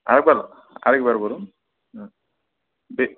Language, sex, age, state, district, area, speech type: Bengali, male, 18-30, West Bengal, Malda, rural, conversation